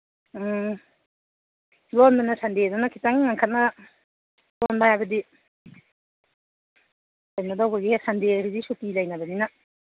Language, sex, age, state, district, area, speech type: Manipuri, female, 30-45, Manipur, Kangpokpi, urban, conversation